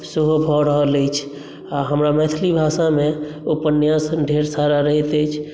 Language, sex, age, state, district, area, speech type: Maithili, male, 18-30, Bihar, Madhubani, rural, spontaneous